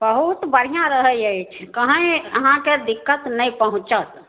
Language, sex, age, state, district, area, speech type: Maithili, female, 60+, Bihar, Samastipur, urban, conversation